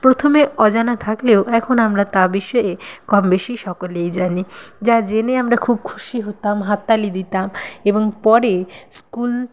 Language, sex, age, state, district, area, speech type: Bengali, female, 30-45, West Bengal, Nadia, rural, spontaneous